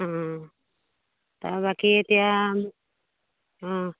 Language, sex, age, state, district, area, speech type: Assamese, female, 45-60, Assam, Majuli, urban, conversation